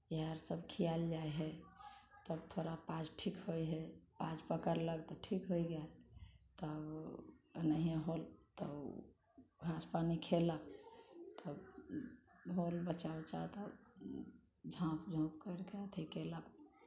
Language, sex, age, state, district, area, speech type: Maithili, female, 60+, Bihar, Samastipur, urban, spontaneous